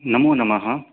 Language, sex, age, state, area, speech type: Sanskrit, male, 18-30, Haryana, rural, conversation